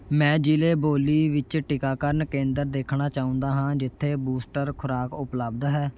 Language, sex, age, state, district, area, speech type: Punjabi, male, 18-30, Punjab, Shaheed Bhagat Singh Nagar, rural, read